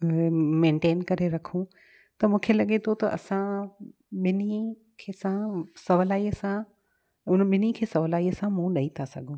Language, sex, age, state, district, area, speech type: Sindhi, female, 45-60, Gujarat, Kutch, rural, spontaneous